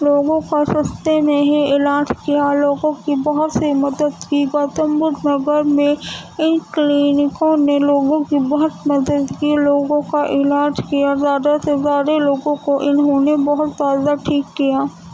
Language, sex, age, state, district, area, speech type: Urdu, female, 18-30, Uttar Pradesh, Gautam Buddha Nagar, rural, spontaneous